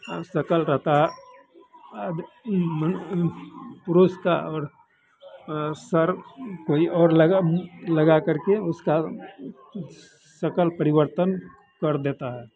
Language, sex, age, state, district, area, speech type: Hindi, male, 60+, Bihar, Madhepura, rural, spontaneous